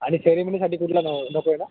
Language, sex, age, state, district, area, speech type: Marathi, male, 18-30, Maharashtra, Thane, urban, conversation